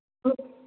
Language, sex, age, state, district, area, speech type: Dogri, female, 18-30, Jammu and Kashmir, Samba, urban, conversation